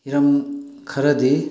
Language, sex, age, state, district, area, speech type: Manipuri, male, 45-60, Manipur, Bishnupur, rural, spontaneous